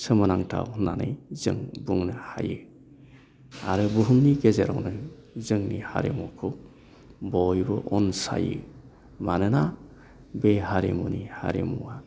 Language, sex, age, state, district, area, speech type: Bodo, male, 45-60, Assam, Chirang, urban, spontaneous